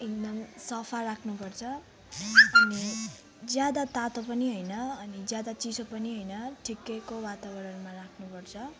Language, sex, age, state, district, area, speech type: Nepali, female, 18-30, West Bengal, Kalimpong, rural, spontaneous